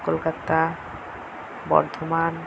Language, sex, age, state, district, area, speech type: Bengali, female, 18-30, West Bengal, Alipurduar, rural, spontaneous